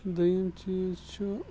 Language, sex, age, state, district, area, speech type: Kashmiri, male, 45-60, Jammu and Kashmir, Bandipora, rural, spontaneous